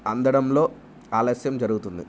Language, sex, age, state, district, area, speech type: Telugu, male, 18-30, Telangana, Jayashankar, urban, spontaneous